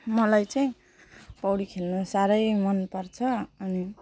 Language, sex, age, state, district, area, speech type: Nepali, female, 45-60, West Bengal, Alipurduar, rural, spontaneous